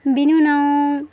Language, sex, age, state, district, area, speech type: Bodo, female, 18-30, Assam, Chirang, rural, spontaneous